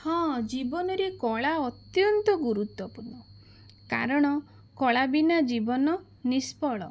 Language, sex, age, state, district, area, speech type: Odia, female, 30-45, Odisha, Bhadrak, rural, spontaneous